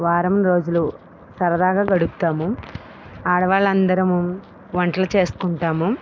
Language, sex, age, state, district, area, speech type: Telugu, female, 45-60, Andhra Pradesh, East Godavari, rural, spontaneous